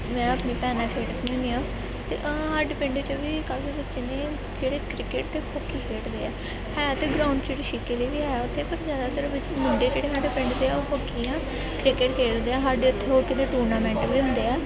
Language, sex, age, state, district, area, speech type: Punjabi, female, 18-30, Punjab, Gurdaspur, urban, spontaneous